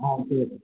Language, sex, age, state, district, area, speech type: Tamil, male, 30-45, Tamil Nadu, Sivaganga, rural, conversation